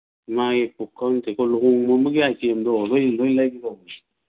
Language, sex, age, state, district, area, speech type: Manipuri, male, 45-60, Manipur, Imphal East, rural, conversation